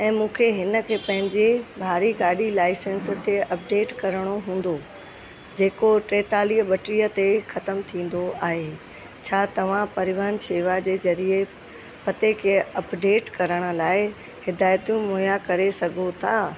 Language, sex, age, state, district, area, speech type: Sindhi, female, 60+, Uttar Pradesh, Lucknow, urban, read